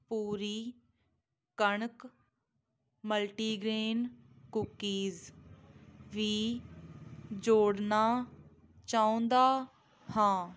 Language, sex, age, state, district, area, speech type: Punjabi, female, 18-30, Punjab, Muktsar, urban, read